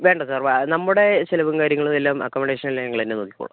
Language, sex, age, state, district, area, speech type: Malayalam, male, 60+, Kerala, Wayanad, rural, conversation